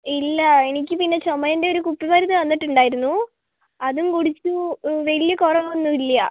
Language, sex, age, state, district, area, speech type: Malayalam, female, 18-30, Kerala, Wayanad, rural, conversation